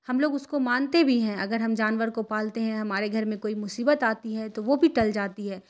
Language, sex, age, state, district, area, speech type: Urdu, female, 30-45, Bihar, Khagaria, rural, spontaneous